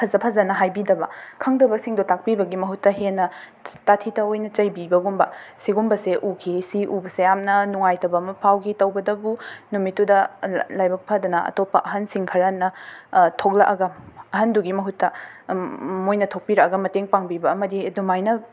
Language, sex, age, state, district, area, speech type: Manipuri, female, 30-45, Manipur, Imphal West, urban, spontaneous